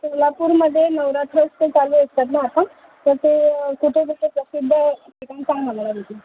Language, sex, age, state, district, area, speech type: Marathi, female, 18-30, Maharashtra, Solapur, urban, conversation